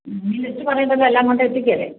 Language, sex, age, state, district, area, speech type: Malayalam, female, 60+, Kerala, Idukki, rural, conversation